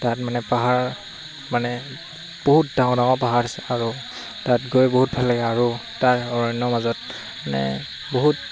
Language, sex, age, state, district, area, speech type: Assamese, male, 18-30, Assam, Lakhimpur, rural, spontaneous